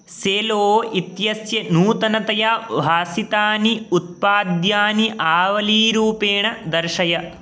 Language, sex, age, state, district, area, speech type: Sanskrit, male, 18-30, West Bengal, Purba Medinipur, rural, read